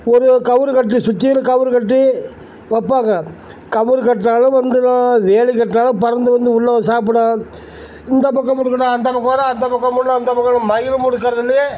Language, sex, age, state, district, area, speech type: Tamil, male, 60+, Tamil Nadu, Tiruchirappalli, rural, spontaneous